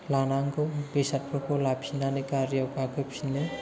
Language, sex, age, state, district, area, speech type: Bodo, male, 18-30, Assam, Chirang, urban, spontaneous